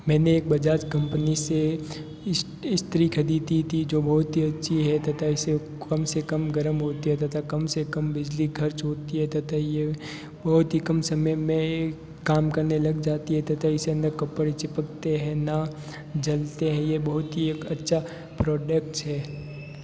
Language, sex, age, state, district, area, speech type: Hindi, male, 18-30, Rajasthan, Jodhpur, urban, spontaneous